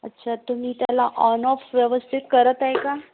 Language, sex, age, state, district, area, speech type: Marathi, female, 18-30, Maharashtra, Akola, rural, conversation